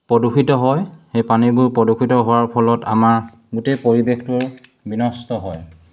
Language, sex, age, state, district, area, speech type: Assamese, male, 30-45, Assam, Sivasagar, rural, spontaneous